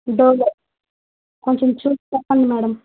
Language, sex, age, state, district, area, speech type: Telugu, female, 18-30, Andhra Pradesh, Nellore, rural, conversation